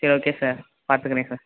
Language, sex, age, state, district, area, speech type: Tamil, male, 18-30, Tamil Nadu, Ariyalur, rural, conversation